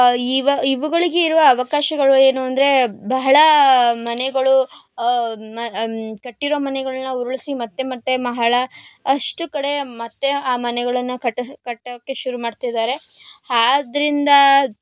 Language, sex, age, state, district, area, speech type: Kannada, female, 18-30, Karnataka, Tumkur, urban, spontaneous